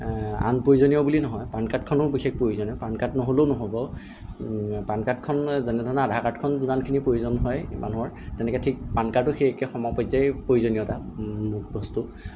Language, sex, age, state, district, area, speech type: Assamese, male, 18-30, Assam, Golaghat, urban, spontaneous